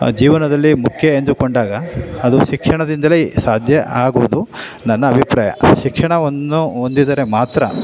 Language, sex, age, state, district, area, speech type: Kannada, male, 45-60, Karnataka, Chamarajanagar, urban, spontaneous